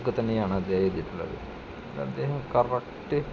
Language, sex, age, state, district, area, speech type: Malayalam, male, 18-30, Kerala, Malappuram, rural, spontaneous